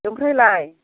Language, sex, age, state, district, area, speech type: Bodo, female, 60+, Assam, Baksa, rural, conversation